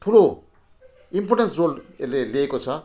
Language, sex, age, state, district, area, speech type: Nepali, female, 60+, West Bengal, Jalpaiguri, rural, spontaneous